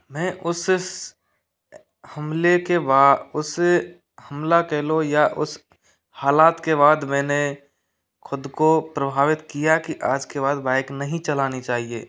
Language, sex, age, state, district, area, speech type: Hindi, male, 60+, Rajasthan, Karauli, rural, spontaneous